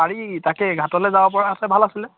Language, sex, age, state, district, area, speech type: Assamese, male, 30-45, Assam, Biswanath, rural, conversation